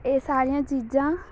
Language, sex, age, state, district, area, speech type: Punjabi, female, 18-30, Punjab, Amritsar, urban, spontaneous